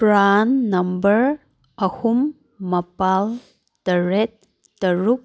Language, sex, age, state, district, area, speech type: Manipuri, female, 18-30, Manipur, Kangpokpi, urban, read